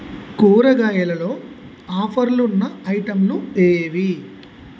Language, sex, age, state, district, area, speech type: Telugu, male, 30-45, Andhra Pradesh, Konaseema, rural, read